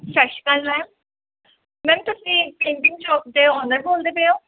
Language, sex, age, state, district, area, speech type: Punjabi, female, 18-30, Punjab, Gurdaspur, rural, conversation